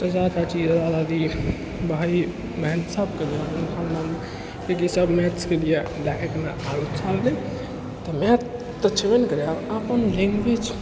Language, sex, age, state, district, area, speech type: Maithili, male, 45-60, Bihar, Purnia, rural, spontaneous